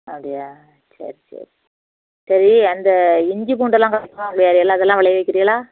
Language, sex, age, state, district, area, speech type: Tamil, female, 45-60, Tamil Nadu, Thoothukudi, rural, conversation